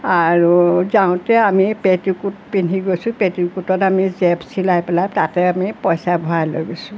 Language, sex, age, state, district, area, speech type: Assamese, female, 60+, Assam, Golaghat, urban, spontaneous